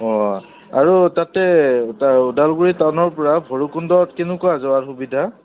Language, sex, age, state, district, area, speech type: Assamese, male, 30-45, Assam, Udalguri, rural, conversation